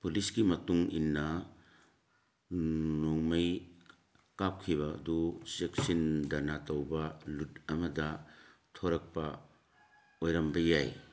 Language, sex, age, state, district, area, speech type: Manipuri, male, 60+, Manipur, Churachandpur, urban, read